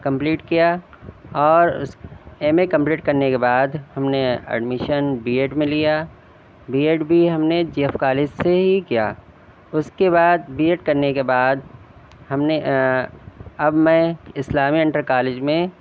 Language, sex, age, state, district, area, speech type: Urdu, male, 30-45, Uttar Pradesh, Shahjahanpur, urban, spontaneous